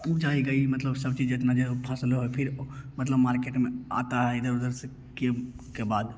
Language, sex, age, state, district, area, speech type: Hindi, male, 18-30, Bihar, Begusarai, urban, spontaneous